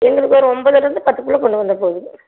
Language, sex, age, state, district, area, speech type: Tamil, female, 60+, Tamil Nadu, Erode, rural, conversation